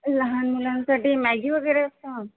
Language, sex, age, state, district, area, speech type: Marathi, female, 30-45, Maharashtra, Akola, rural, conversation